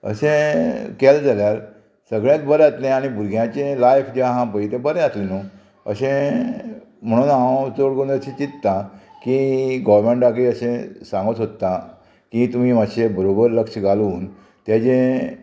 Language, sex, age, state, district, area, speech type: Goan Konkani, male, 60+, Goa, Murmgao, rural, spontaneous